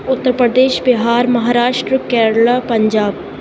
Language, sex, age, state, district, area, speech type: Urdu, female, 30-45, Uttar Pradesh, Aligarh, rural, spontaneous